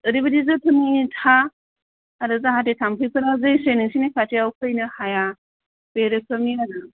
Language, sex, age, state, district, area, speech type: Bodo, female, 30-45, Assam, Kokrajhar, rural, conversation